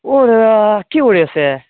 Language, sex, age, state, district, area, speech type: Assamese, male, 18-30, Assam, Barpeta, rural, conversation